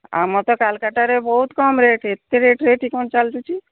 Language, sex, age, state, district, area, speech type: Odia, female, 60+, Odisha, Gajapati, rural, conversation